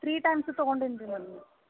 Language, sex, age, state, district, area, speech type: Kannada, female, 30-45, Karnataka, Gadag, rural, conversation